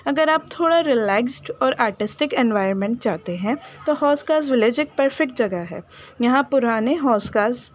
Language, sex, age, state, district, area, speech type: Urdu, female, 18-30, Delhi, North East Delhi, urban, spontaneous